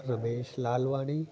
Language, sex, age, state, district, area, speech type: Sindhi, male, 45-60, Delhi, South Delhi, urban, spontaneous